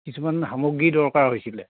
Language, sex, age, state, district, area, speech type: Assamese, male, 45-60, Assam, Dhemaji, rural, conversation